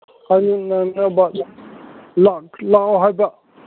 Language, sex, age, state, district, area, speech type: Manipuri, male, 60+, Manipur, Chandel, rural, conversation